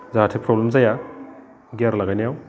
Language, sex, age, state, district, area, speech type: Bodo, male, 30-45, Assam, Udalguri, urban, spontaneous